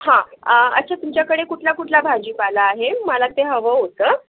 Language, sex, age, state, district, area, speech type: Marathi, female, 45-60, Maharashtra, Yavatmal, urban, conversation